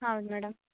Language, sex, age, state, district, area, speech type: Kannada, female, 30-45, Karnataka, Uttara Kannada, rural, conversation